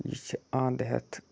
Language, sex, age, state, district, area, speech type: Kashmiri, male, 18-30, Jammu and Kashmir, Budgam, rural, spontaneous